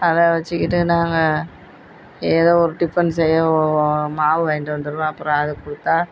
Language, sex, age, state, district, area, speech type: Tamil, female, 45-60, Tamil Nadu, Thanjavur, rural, spontaneous